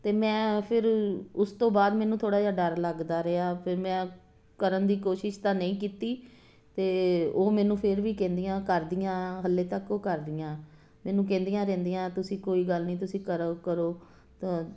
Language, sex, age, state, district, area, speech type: Punjabi, female, 45-60, Punjab, Jalandhar, urban, spontaneous